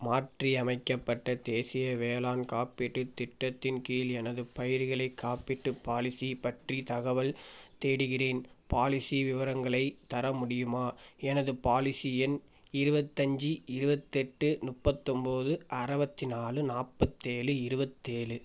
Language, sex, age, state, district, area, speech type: Tamil, male, 18-30, Tamil Nadu, Thanjavur, rural, read